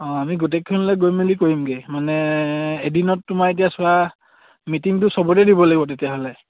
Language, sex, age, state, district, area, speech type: Assamese, male, 18-30, Assam, Charaideo, rural, conversation